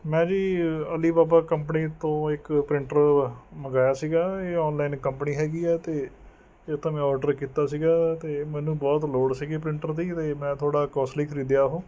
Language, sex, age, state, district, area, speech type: Punjabi, male, 30-45, Punjab, Mohali, urban, spontaneous